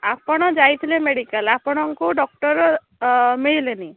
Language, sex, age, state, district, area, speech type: Odia, female, 18-30, Odisha, Jagatsinghpur, rural, conversation